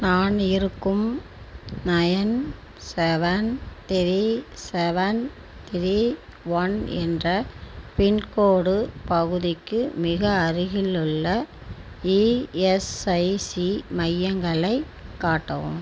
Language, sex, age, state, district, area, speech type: Tamil, female, 45-60, Tamil Nadu, Tiruchirappalli, rural, read